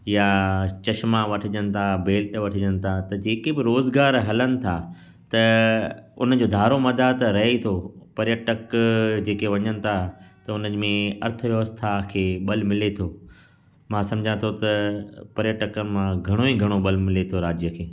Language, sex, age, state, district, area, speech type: Sindhi, male, 45-60, Gujarat, Kutch, urban, spontaneous